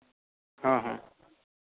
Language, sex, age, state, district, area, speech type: Santali, male, 30-45, Jharkhand, East Singhbhum, rural, conversation